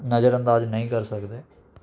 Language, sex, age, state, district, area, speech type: Punjabi, male, 18-30, Punjab, Rupnagar, rural, spontaneous